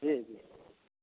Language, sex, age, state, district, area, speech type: Maithili, male, 45-60, Bihar, Begusarai, urban, conversation